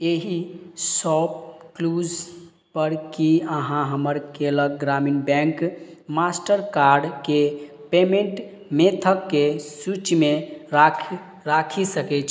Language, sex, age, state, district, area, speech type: Maithili, male, 18-30, Bihar, Madhubani, rural, read